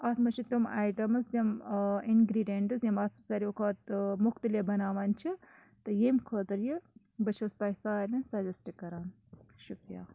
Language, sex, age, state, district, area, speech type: Kashmiri, female, 18-30, Jammu and Kashmir, Bandipora, rural, spontaneous